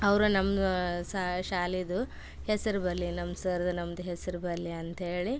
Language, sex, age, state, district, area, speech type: Kannada, female, 18-30, Karnataka, Koppal, rural, spontaneous